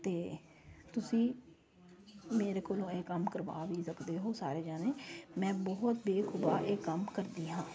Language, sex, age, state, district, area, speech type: Punjabi, female, 30-45, Punjab, Kapurthala, urban, spontaneous